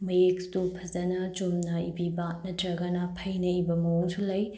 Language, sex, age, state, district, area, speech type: Manipuri, female, 18-30, Manipur, Bishnupur, rural, spontaneous